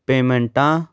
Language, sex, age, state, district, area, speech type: Punjabi, male, 18-30, Punjab, Patiala, urban, read